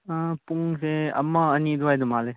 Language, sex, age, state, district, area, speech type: Manipuri, male, 30-45, Manipur, Chandel, rural, conversation